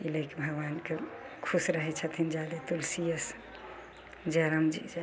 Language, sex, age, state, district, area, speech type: Maithili, female, 45-60, Bihar, Begusarai, rural, spontaneous